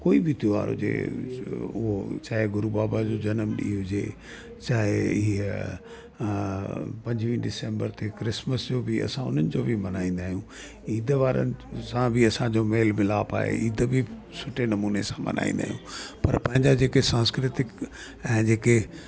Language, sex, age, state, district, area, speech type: Sindhi, male, 60+, Delhi, South Delhi, urban, spontaneous